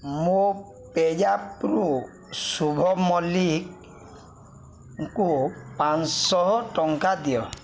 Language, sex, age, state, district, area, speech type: Odia, male, 45-60, Odisha, Balangir, urban, read